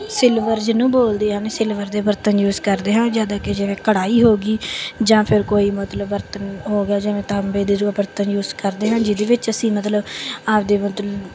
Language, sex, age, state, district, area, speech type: Punjabi, female, 30-45, Punjab, Bathinda, rural, spontaneous